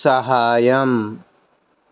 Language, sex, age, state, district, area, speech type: Telugu, male, 18-30, Andhra Pradesh, Krishna, urban, read